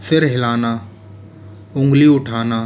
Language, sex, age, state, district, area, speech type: Hindi, male, 60+, Rajasthan, Jaipur, urban, spontaneous